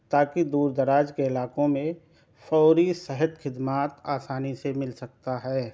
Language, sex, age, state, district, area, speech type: Urdu, male, 30-45, Delhi, South Delhi, urban, spontaneous